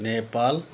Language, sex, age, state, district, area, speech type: Nepali, male, 60+, West Bengal, Kalimpong, rural, spontaneous